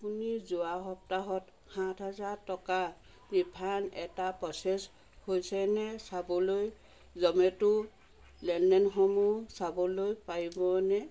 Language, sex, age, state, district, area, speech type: Assamese, female, 45-60, Assam, Sivasagar, rural, read